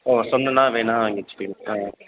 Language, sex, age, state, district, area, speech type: Tamil, male, 30-45, Tamil Nadu, Salem, urban, conversation